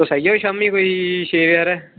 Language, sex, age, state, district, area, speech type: Dogri, male, 18-30, Jammu and Kashmir, Udhampur, rural, conversation